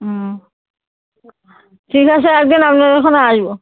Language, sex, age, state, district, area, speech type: Bengali, female, 30-45, West Bengal, Uttar Dinajpur, urban, conversation